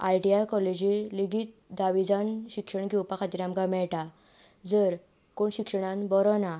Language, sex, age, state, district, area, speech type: Goan Konkani, female, 18-30, Goa, Tiswadi, rural, spontaneous